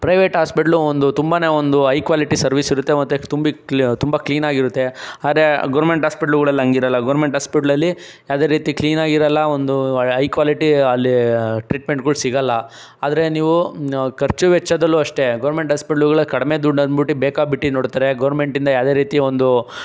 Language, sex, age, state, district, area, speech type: Kannada, male, 18-30, Karnataka, Chikkaballapur, urban, spontaneous